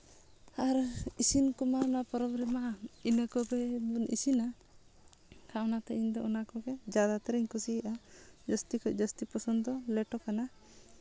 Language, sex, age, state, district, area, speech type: Santali, female, 30-45, Jharkhand, Seraikela Kharsawan, rural, spontaneous